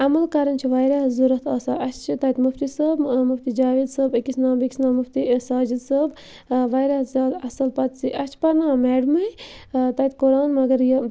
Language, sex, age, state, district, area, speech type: Kashmiri, female, 18-30, Jammu and Kashmir, Bandipora, rural, spontaneous